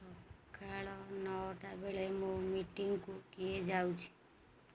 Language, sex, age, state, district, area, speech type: Odia, female, 45-60, Odisha, Kendrapara, urban, read